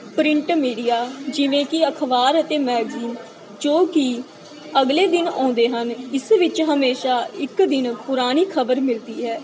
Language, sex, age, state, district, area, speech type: Punjabi, female, 18-30, Punjab, Mansa, rural, spontaneous